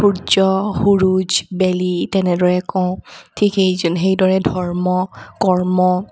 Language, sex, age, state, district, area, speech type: Assamese, female, 18-30, Assam, Sonitpur, rural, spontaneous